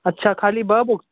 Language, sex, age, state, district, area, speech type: Sindhi, male, 18-30, Delhi, South Delhi, urban, conversation